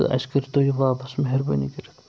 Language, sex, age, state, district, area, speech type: Kashmiri, male, 30-45, Jammu and Kashmir, Srinagar, urban, spontaneous